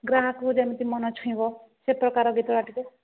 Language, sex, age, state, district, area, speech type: Odia, female, 30-45, Odisha, Sambalpur, rural, conversation